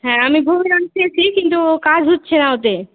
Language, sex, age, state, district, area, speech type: Bengali, female, 18-30, West Bengal, Murshidabad, rural, conversation